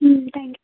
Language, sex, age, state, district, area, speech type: Tamil, female, 18-30, Tamil Nadu, Thanjavur, rural, conversation